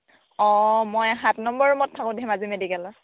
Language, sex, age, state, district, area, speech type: Assamese, female, 18-30, Assam, Dhemaji, rural, conversation